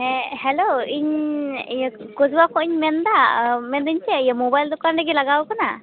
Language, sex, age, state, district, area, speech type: Santali, female, 18-30, West Bengal, Malda, rural, conversation